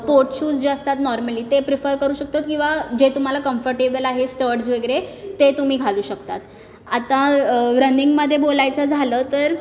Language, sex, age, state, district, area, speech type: Marathi, female, 18-30, Maharashtra, Mumbai Suburban, urban, spontaneous